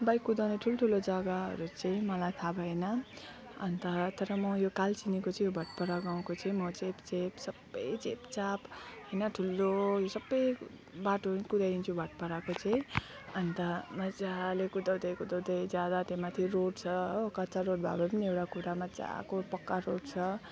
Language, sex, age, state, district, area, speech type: Nepali, female, 30-45, West Bengal, Alipurduar, urban, spontaneous